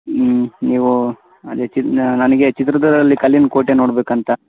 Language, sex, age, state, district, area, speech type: Kannada, male, 18-30, Karnataka, Chitradurga, rural, conversation